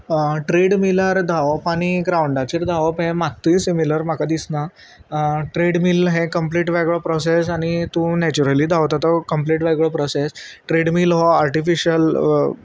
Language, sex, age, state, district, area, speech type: Goan Konkani, male, 30-45, Goa, Salcete, urban, spontaneous